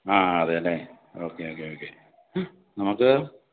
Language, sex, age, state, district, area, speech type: Malayalam, male, 45-60, Kerala, Idukki, rural, conversation